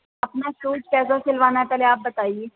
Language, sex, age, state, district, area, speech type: Urdu, female, 30-45, Uttar Pradesh, Rampur, urban, conversation